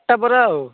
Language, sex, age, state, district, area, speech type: Odia, male, 45-60, Odisha, Gajapati, rural, conversation